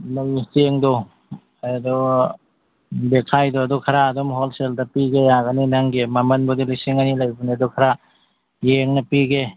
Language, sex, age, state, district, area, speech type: Manipuri, male, 45-60, Manipur, Imphal East, rural, conversation